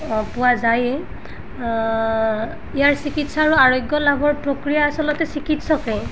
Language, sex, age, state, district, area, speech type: Assamese, female, 30-45, Assam, Nalbari, rural, spontaneous